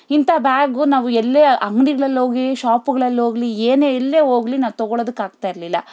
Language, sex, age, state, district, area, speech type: Kannada, female, 30-45, Karnataka, Bangalore Rural, rural, spontaneous